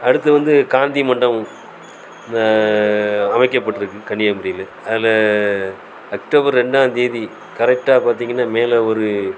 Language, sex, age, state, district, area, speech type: Tamil, male, 45-60, Tamil Nadu, Thoothukudi, rural, spontaneous